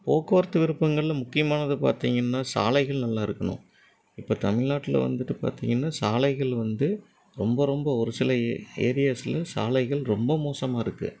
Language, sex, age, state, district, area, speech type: Tamil, male, 30-45, Tamil Nadu, Erode, rural, spontaneous